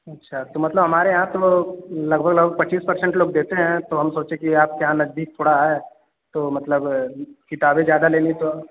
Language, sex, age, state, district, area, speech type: Hindi, male, 18-30, Uttar Pradesh, Azamgarh, rural, conversation